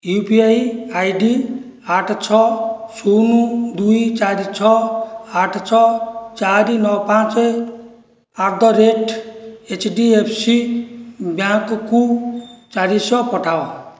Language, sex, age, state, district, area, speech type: Odia, male, 60+, Odisha, Jajpur, rural, read